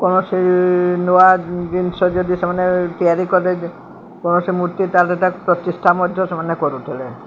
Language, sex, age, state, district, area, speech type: Odia, female, 60+, Odisha, Sundergarh, urban, spontaneous